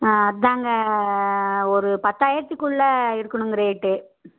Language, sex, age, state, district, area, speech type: Tamil, female, 30-45, Tamil Nadu, Coimbatore, rural, conversation